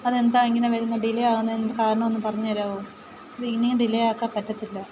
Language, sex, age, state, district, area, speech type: Malayalam, female, 30-45, Kerala, Alappuzha, rural, spontaneous